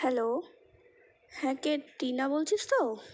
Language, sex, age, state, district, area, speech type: Bengali, female, 18-30, West Bengal, Kolkata, urban, spontaneous